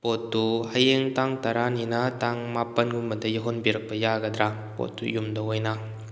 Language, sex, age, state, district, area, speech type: Manipuri, male, 18-30, Manipur, Kakching, rural, spontaneous